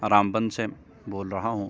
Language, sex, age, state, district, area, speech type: Urdu, male, 18-30, Jammu and Kashmir, Srinagar, rural, spontaneous